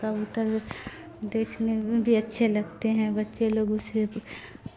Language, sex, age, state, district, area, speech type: Urdu, female, 45-60, Bihar, Darbhanga, rural, spontaneous